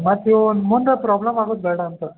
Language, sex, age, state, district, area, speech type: Kannada, male, 30-45, Karnataka, Belgaum, urban, conversation